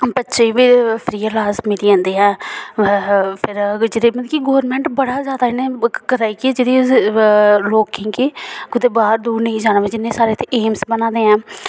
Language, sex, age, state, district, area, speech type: Dogri, female, 18-30, Jammu and Kashmir, Samba, rural, spontaneous